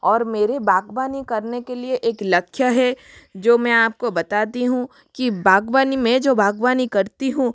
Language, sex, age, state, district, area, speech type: Hindi, female, 30-45, Rajasthan, Jodhpur, rural, spontaneous